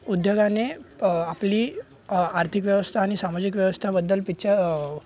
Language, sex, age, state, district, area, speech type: Marathi, male, 18-30, Maharashtra, Thane, urban, spontaneous